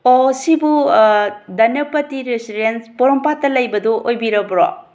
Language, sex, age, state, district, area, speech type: Manipuri, female, 45-60, Manipur, Bishnupur, rural, spontaneous